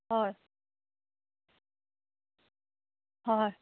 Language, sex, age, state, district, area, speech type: Assamese, female, 60+, Assam, Biswanath, rural, conversation